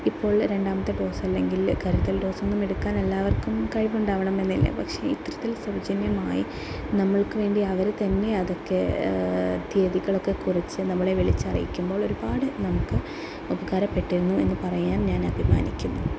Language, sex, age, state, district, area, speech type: Malayalam, female, 18-30, Kerala, Thrissur, urban, spontaneous